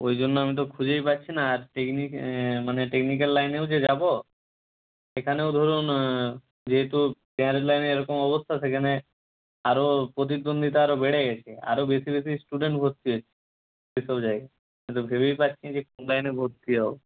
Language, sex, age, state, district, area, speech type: Bengali, male, 45-60, West Bengal, Nadia, rural, conversation